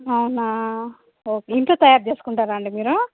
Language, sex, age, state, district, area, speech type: Telugu, female, 30-45, Andhra Pradesh, Annamaya, urban, conversation